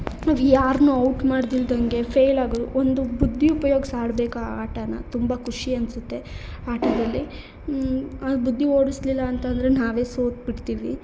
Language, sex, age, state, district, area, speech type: Kannada, female, 30-45, Karnataka, Hassan, urban, spontaneous